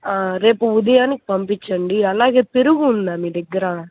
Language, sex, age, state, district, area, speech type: Telugu, female, 18-30, Andhra Pradesh, Kadapa, rural, conversation